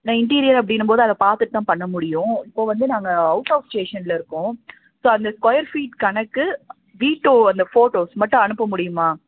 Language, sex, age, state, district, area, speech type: Tamil, female, 18-30, Tamil Nadu, Madurai, urban, conversation